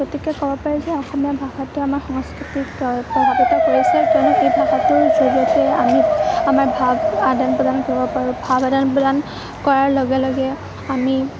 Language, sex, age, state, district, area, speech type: Assamese, female, 18-30, Assam, Kamrup Metropolitan, rural, spontaneous